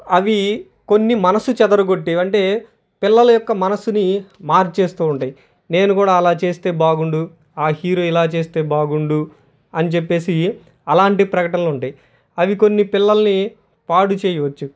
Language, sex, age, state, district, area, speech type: Telugu, male, 30-45, Andhra Pradesh, Guntur, urban, spontaneous